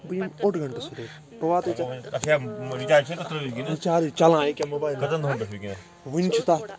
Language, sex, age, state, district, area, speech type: Kashmiri, female, 18-30, Jammu and Kashmir, Bandipora, rural, spontaneous